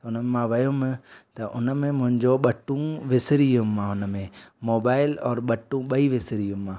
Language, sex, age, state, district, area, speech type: Sindhi, male, 18-30, Madhya Pradesh, Katni, rural, spontaneous